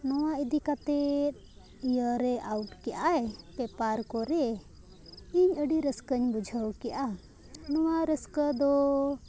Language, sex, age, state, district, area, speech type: Santali, female, 18-30, Jharkhand, Bokaro, rural, spontaneous